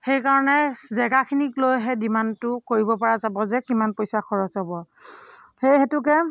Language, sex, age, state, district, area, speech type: Assamese, female, 45-60, Assam, Morigaon, rural, spontaneous